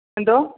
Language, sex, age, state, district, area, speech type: Malayalam, female, 30-45, Kerala, Pathanamthitta, rural, conversation